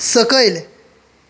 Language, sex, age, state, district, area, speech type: Goan Konkani, male, 30-45, Goa, Canacona, rural, read